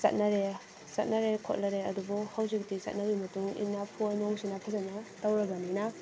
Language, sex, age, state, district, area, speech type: Manipuri, female, 18-30, Manipur, Kakching, rural, spontaneous